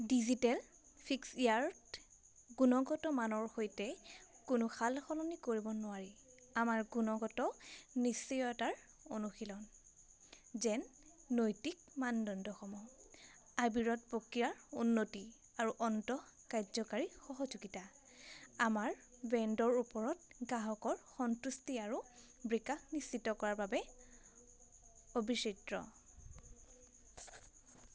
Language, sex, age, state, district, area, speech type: Assamese, female, 18-30, Assam, Majuli, urban, read